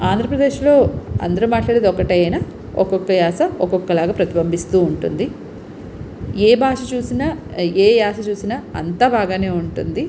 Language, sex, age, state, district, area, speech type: Telugu, female, 30-45, Andhra Pradesh, Visakhapatnam, urban, spontaneous